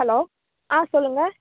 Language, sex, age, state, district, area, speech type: Tamil, female, 18-30, Tamil Nadu, Tiruvarur, urban, conversation